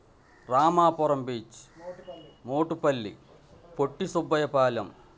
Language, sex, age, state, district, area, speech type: Telugu, male, 60+, Andhra Pradesh, Bapatla, urban, spontaneous